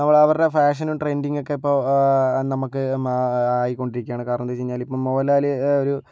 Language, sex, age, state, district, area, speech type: Malayalam, male, 45-60, Kerala, Kozhikode, urban, spontaneous